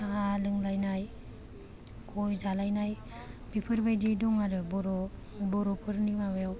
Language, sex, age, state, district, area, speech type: Bodo, female, 30-45, Assam, Kokrajhar, rural, spontaneous